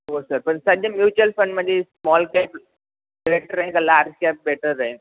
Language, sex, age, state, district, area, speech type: Marathi, male, 18-30, Maharashtra, Ahmednagar, rural, conversation